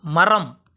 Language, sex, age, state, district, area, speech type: Tamil, male, 30-45, Tamil Nadu, Kanyakumari, urban, read